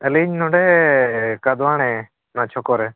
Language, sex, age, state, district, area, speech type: Santali, male, 45-60, Odisha, Mayurbhanj, rural, conversation